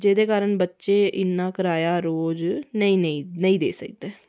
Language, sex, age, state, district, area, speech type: Dogri, female, 30-45, Jammu and Kashmir, Reasi, rural, spontaneous